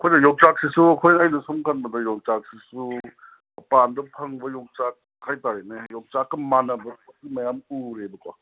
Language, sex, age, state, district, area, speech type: Manipuri, male, 30-45, Manipur, Kangpokpi, urban, conversation